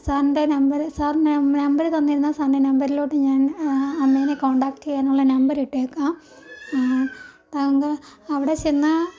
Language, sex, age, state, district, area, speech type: Malayalam, female, 18-30, Kerala, Idukki, rural, spontaneous